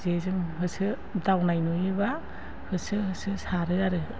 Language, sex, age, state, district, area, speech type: Bodo, female, 45-60, Assam, Chirang, urban, spontaneous